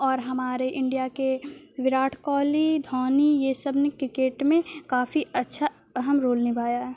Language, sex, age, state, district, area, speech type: Urdu, female, 30-45, Bihar, Supaul, urban, spontaneous